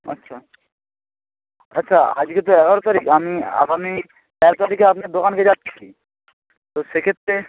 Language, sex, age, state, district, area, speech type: Bengali, male, 18-30, West Bengal, Jalpaiguri, rural, conversation